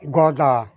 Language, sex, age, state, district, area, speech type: Bengali, male, 60+, West Bengal, Birbhum, urban, spontaneous